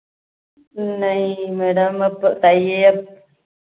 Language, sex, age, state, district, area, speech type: Hindi, female, 30-45, Uttar Pradesh, Varanasi, rural, conversation